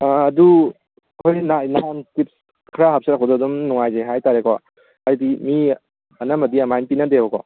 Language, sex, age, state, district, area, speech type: Manipuri, male, 18-30, Manipur, Kangpokpi, urban, conversation